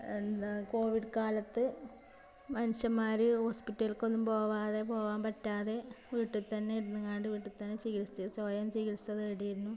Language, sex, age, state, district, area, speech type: Malayalam, female, 45-60, Kerala, Malappuram, rural, spontaneous